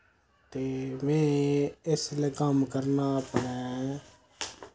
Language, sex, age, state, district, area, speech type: Dogri, male, 30-45, Jammu and Kashmir, Reasi, rural, spontaneous